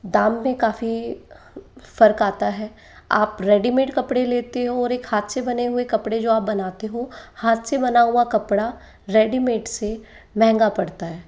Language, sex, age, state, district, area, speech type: Hindi, female, 18-30, Rajasthan, Jaipur, urban, spontaneous